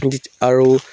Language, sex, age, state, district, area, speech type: Assamese, male, 18-30, Assam, Udalguri, rural, spontaneous